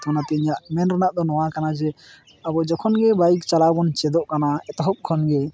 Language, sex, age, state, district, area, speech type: Santali, male, 18-30, West Bengal, Purulia, rural, spontaneous